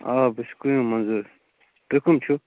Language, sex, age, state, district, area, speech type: Kashmiri, male, 30-45, Jammu and Kashmir, Bandipora, rural, conversation